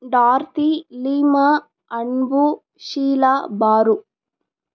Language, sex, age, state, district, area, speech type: Tamil, female, 18-30, Tamil Nadu, Tiruvannamalai, rural, spontaneous